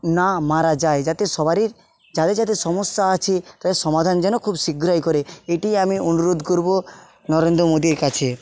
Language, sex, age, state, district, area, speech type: Bengali, male, 30-45, West Bengal, Jhargram, rural, spontaneous